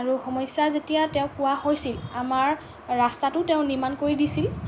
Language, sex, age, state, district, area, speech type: Assamese, female, 18-30, Assam, Lakhimpur, urban, spontaneous